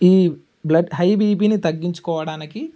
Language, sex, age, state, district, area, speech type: Telugu, male, 18-30, Andhra Pradesh, Alluri Sitarama Raju, rural, spontaneous